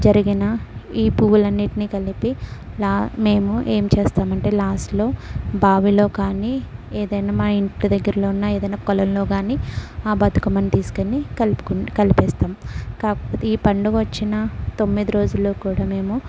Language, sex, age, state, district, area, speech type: Telugu, female, 30-45, Telangana, Mancherial, rural, spontaneous